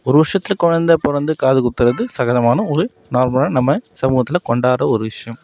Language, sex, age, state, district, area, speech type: Tamil, male, 18-30, Tamil Nadu, Nagapattinam, rural, spontaneous